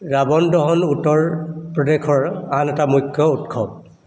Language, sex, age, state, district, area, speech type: Assamese, male, 60+, Assam, Charaideo, urban, read